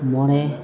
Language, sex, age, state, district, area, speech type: Santali, male, 18-30, Jharkhand, East Singhbhum, rural, spontaneous